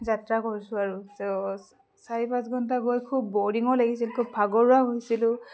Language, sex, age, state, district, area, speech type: Assamese, female, 30-45, Assam, Udalguri, urban, spontaneous